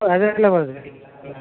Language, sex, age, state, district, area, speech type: Kannada, male, 30-45, Karnataka, Dakshina Kannada, rural, conversation